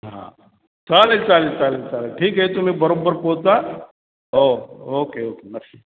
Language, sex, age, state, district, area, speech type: Marathi, male, 60+, Maharashtra, Ahmednagar, urban, conversation